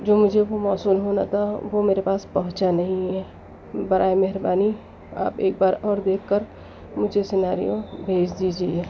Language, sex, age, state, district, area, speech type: Urdu, female, 30-45, Delhi, East Delhi, urban, spontaneous